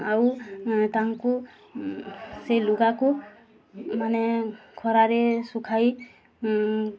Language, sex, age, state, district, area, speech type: Odia, female, 18-30, Odisha, Subarnapur, urban, spontaneous